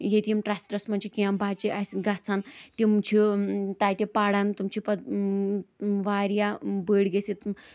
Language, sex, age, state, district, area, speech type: Kashmiri, female, 18-30, Jammu and Kashmir, Kulgam, rural, spontaneous